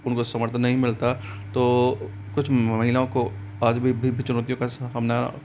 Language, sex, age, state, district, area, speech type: Hindi, male, 45-60, Rajasthan, Jaipur, urban, spontaneous